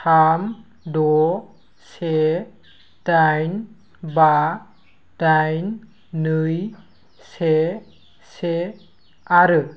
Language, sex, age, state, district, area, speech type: Bodo, male, 18-30, Assam, Kokrajhar, rural, read